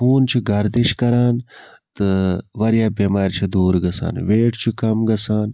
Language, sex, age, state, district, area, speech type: Kashmiri, male, 30-45, Jammu and Kashmir, Budgam, rural, spontaneous